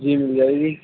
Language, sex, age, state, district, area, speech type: Urdu, male, 60+, Delhi, Central Delhi, rural, conversation